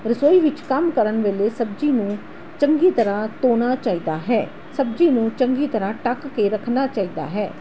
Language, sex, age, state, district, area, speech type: Punjabi, female, 18-30, Punjab, Tarn Taran, urban, spontaneous